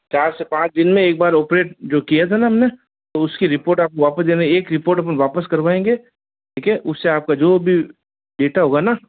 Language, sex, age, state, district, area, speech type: Hindi, male, 45-60, Rajasthan, Jodhpur, urban, conversation